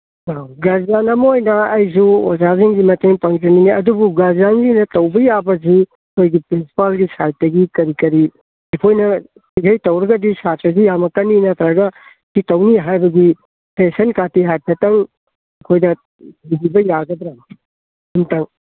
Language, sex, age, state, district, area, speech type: Manipuri, male, 60+, Manipur, Kangpokpi, urban, conversation